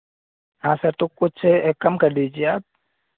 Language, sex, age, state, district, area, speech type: Hindi, male, 18-30, Madhya Pradesh, Seoni, urban, conversation